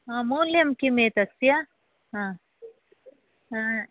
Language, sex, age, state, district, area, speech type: Sanskrit, female, 60+, Karnataka, Bangalore Urban, urban, conversation